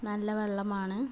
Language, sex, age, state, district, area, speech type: Malayalam, female, 45-60, Kerala, Malappuram, rural, spontaneous